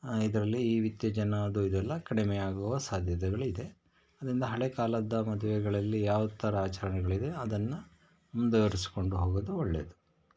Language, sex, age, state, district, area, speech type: Kannada, male, 45-60, Karnataka, Shimoga, rural, spontaneous